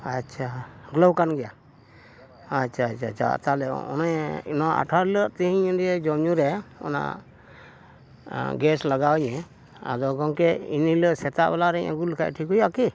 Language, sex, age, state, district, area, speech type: Santali, male, 60+, West Bengal, Dakshin Dinajpur, rural, spontaneous